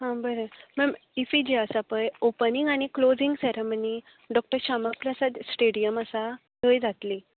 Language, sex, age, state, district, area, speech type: Goan Konkani, female, 30-45, Goa, Tiswadi, rural, conversation